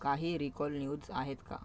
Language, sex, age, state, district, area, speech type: Marathi, male, 18-30, Maharashtra, Thane, urban, read